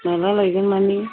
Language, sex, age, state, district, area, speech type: Bodo, female, 60+, Assam, Udalguri, rural, conversation